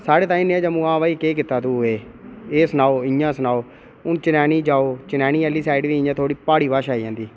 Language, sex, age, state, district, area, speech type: Dogri, male, 18-30, Jammu and Kashmir, Reasi, rural, spontaneous